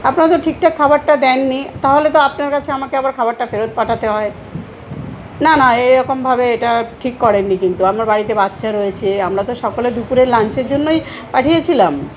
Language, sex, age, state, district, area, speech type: Bengali, female, 45-60, West Bengal, South 24 Parganas, urban, spontaneous